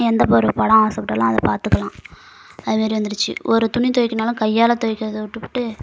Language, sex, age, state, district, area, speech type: Tamil, female, 18-30, Tamil Nadu, Kallakurichi, rural, spontaneous